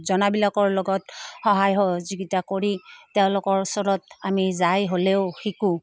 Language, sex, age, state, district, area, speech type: Assamese, female, 30-45, Assam, Udalguri, rural, spontaneous